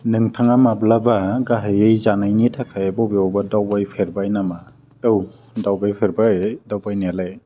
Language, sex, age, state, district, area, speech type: Bodo, male, 18-30, Assam, Udalguri, urban, spontaneous